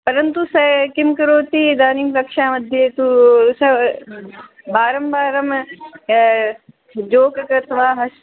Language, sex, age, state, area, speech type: Sanskrit, other, 18-30, Rajasthan, urban, conversation